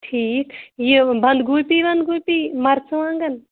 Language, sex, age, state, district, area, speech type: Kashmiri, female, 30-45, Jammu and Kashmir, Shopian, rural, conversation